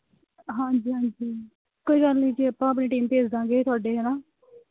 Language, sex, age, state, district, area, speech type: Punjabi, female, 18-30, Punjab, Mohali, rural, conversation